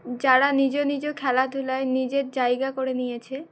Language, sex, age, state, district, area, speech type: Bengali, female, 18-30, West Bengal, Uttar Dinajpur, urban, spontaneous